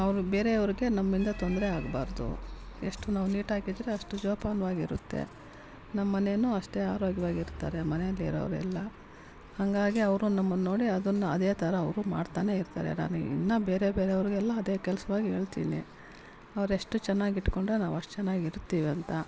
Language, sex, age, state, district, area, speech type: Kannada, female, 45-60, Karnataka, Kolar, rural, spontaneous